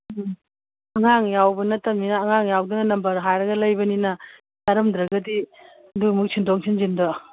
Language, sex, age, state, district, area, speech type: Manipuri, female, 45-60, Manipur, Imphal East, rural, conversation